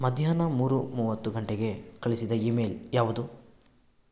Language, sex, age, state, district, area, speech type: Kannada, male, 18-30, Karnataka, Bangalore Rural, rural, read